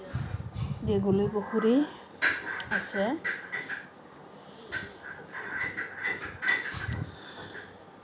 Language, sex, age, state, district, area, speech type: Assamese, female, 30-45, Assam, Kamrup Metropolitan, urban, spontaneous